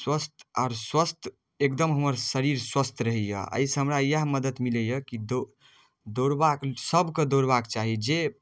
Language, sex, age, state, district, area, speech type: Maithili, male, 18-30, Bihar, Darbhanga, rural, spontaneous